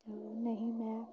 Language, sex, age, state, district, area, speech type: Punjabi, female, 18-30, Punjab, Fatehgarh Sahib, rural, spontaneous